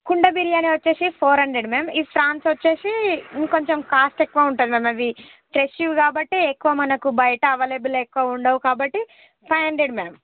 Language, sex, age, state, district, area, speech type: Telugu, female, 30-45, Telangana, Ranga Reddy, rural, conversation